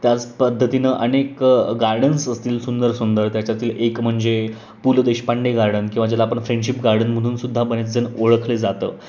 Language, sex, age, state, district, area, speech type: Marathi, male, 18-30, Maharashtra, Pune, urban, spontaneous